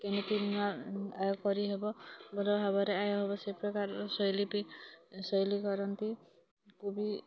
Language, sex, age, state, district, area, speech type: Odia, female, 30-45, Odisha, Kalahandi, rural, spontaneous